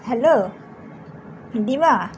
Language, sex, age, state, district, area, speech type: Bengali, female, 60+, West Bengal, Howrah, urban, spontaneous